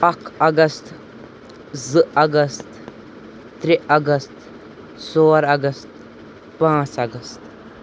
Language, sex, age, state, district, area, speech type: Kashmiri, male, 18-30, Jammu and Kashmir, Kupwara, rural, spontaneous